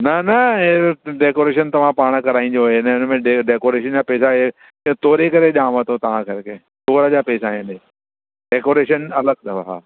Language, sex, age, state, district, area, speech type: Sindhi, male, 45-60, Delhi, South Delhi, urban, conversation